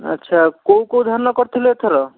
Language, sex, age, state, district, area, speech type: Odia, male, 60+, Odisha, Bhadrak, rural, conversation